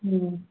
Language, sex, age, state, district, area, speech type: Tamil, female, 30-45, Tamil Nadu, Tirupattur, rural, conversation